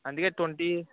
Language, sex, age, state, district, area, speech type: Telugu, male, 18-30, Andhra Pradesh, Eluru, urban, conversation